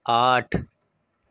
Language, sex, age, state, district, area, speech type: Urdu, male, 30-45, Delhi, South Delhi, urban, read